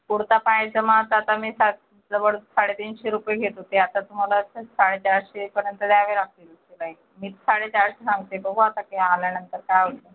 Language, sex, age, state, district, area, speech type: Marathi, female, 30-45, Maharashtra, Thane, urban, conversation